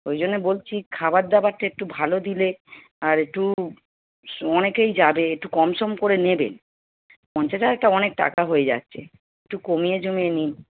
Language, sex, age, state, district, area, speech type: Bengali, female, 30-45, West Bengal, Darjeeling, rural, conversation